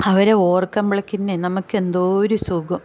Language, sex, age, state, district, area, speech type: Malayalam, female, 45-60, Kerala, Kasaragod, rural, spontaneous